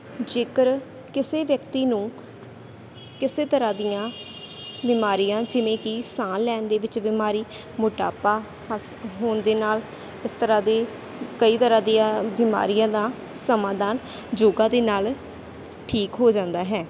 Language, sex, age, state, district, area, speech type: Punjabi, female, 18-30, Punjab, Sangrur, rural, spontaneous